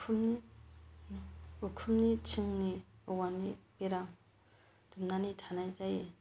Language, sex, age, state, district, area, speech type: Bodo, female, 45-60, Assam, Kokrajhar, rural, spontaneous